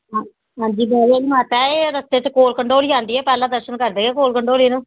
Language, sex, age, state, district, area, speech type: Dogri, female, 30-45, Jammu and Kashmir, Jammu, rural, conversation